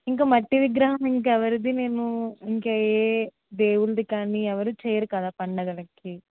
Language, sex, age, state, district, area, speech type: Telugu, female, 18-30, Andhra Pradesh, East Godavari, rural, conversation